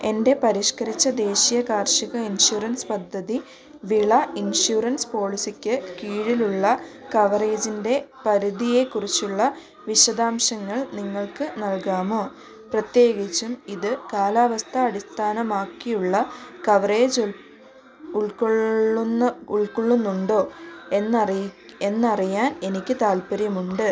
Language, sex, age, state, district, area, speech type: Malayalam, female, 45-60, Kerala, Wayanad, rural, read